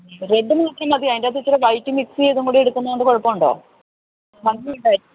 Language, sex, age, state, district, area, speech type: Malayalam, female, 30-45, Kerala, Idukki, rural, conversation